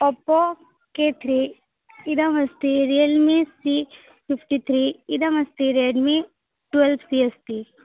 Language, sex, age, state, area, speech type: Sanskrit, female, 18-30, Assam, rural, conversation